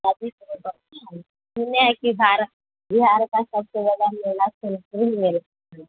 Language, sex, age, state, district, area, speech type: Hindi, female, 30-45, Bihar, Vaishali, urban, conversation